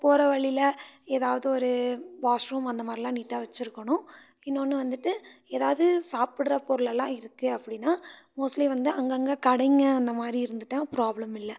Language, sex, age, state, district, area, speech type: Tamil, female, 18-30, Tamil Nadu, Nilgiris, urban, spontaneous